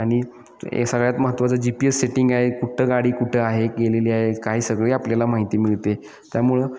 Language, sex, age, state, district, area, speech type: Marathi, male, 30-45, Maharashtra, Satara, urban, spontaneous